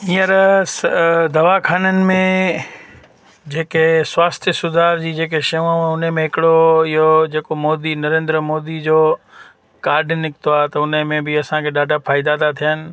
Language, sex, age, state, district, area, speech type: Sindhi, male, 30-45, Gujarat, Junagadh, rural, spontaneous